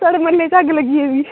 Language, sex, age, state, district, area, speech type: Dogri, female, 18-30, Jammu and Kashmir, Samba, rural, conversation